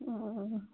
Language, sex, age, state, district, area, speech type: Maithili, female, 60+, Bihar, Purnia, rural, conversation